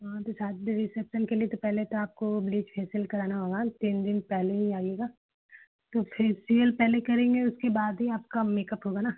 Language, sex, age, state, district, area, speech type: Hindi, female, 18-30, Uttar Pradesh, Chandauli, rural, conversation